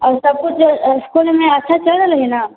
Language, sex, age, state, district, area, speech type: Maithili, female, 18-30, Bihar, Sitamarhi, rural, conversation